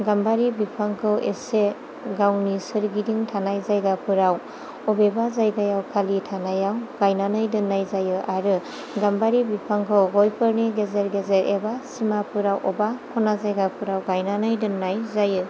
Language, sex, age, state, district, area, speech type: Bodo, female, 30-45, Assam, Chirang, urban, spontaneous